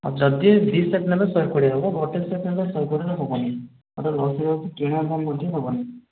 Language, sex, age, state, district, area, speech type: Odia, male, 18-30, Odisha, Boudh, rural, conversation